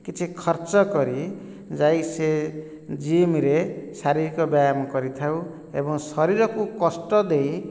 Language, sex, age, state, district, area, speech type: Odia, male, 45-60, Odisha, Nayagarh, rural, spontaneous